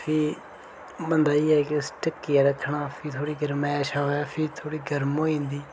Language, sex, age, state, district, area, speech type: Dogri, male, 18-30, Jammu and Kashmir, Reasi, rural, spontaneous